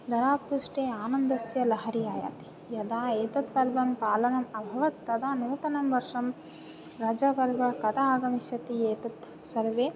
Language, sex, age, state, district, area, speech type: Sanskrit, female, 18-30, Odisha, Jajpur, rural, spontaneous